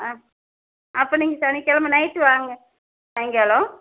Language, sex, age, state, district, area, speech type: Tamil, female, 60+, Tamil Nadu, Erode, rural, conversation